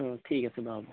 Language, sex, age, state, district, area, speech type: Assamese, male, 18-30, Assam, Tinsukia, rural, conversation